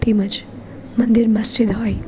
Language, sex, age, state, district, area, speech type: Gujarati, female, 18-30, Gujarat, Junagadh, urban, spontaneous